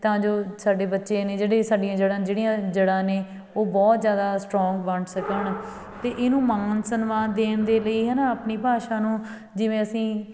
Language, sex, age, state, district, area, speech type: Punjabi, female, 30-45, Punjab, Fatehgarh Sahib, urban, spontaneous